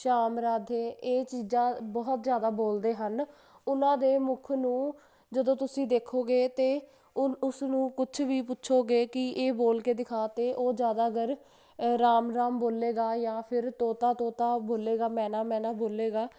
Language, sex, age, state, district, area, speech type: Punjabi, female, 18-30, Punjab, Jalandhar, urban, spontaneous